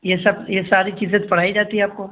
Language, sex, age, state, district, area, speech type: Urdu, male, 18-30, Bihar, Purnia, rural, conversation